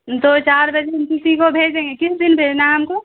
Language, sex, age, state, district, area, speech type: Urdu, female, 18-30, Bihar, Saharsa, rural, conversation